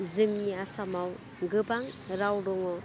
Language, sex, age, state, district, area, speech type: Bodo, female, 30-45, Assam, Udalguri, urban, spontaneous